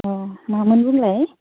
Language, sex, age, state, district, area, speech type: Bodo, female, 18-30, Assam, Baksa, rural, conversation